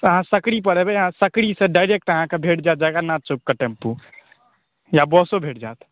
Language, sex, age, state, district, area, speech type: Maithili, male, 30-45, Bihar, Madhubani, urban, conversation